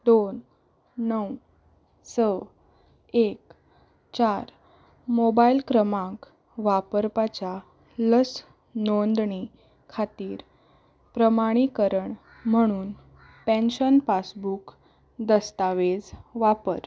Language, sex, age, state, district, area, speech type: Goan Konkani, female, 18-30, Goa, Canacona, rural, read